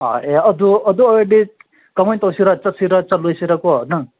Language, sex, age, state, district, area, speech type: Manipuri, male, 18-30, Manipur, Senapati, rural, conversation